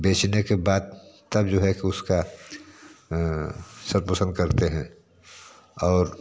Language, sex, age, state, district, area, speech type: Hindi, male, 45-60, Uttar Pradesh, Varanasi, urban, spontaneous